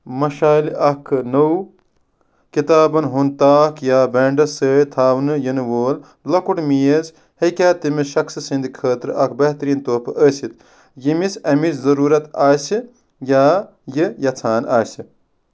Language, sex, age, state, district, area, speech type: Kashmiri, male, 30-45, Jammu and Kashmir, Ganderbal, rural, read